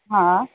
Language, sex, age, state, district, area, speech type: Sindhi, female, 30-45, Rajasthan, Ajmer, rural, conversation